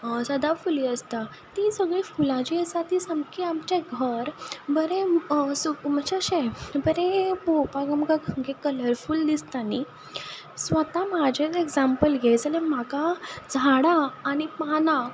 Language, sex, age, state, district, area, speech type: Goan Konkani, female, 30-45, Goa, Ponda, rural, spontaneous